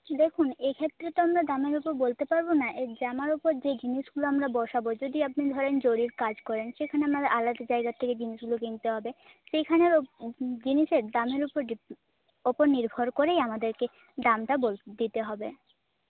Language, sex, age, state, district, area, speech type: Bengali, female, 18-30, West Bengal, Jhargram, rural, conversation